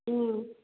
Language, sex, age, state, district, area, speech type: Kannada, female, 60+, Karnataka, Chitradurga, rural, conversation